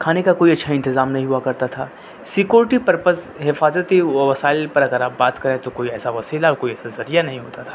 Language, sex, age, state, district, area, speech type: Urdu, male, 18-30, Delhi, North West Delhi, urban, spontaneous